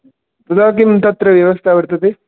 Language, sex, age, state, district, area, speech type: Sanskrit, male, 18-30, Rajasthan, Jodhpur, rural, conversation